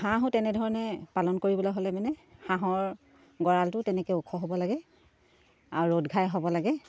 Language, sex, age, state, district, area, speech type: Assamese, female, 30-45, Assam, Sivasagar, rural, spontaneous